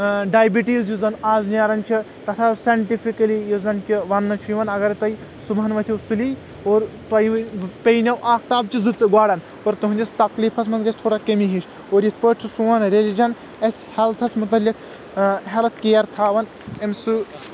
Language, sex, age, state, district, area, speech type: Kashmiri, male, 18-30, Jammu and Kashmir, Kulgam, rural, spontaneous